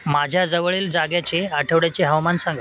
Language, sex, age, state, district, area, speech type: Marathi, male, 30-45, Maharashtra, Mumbai Suburban, urban, read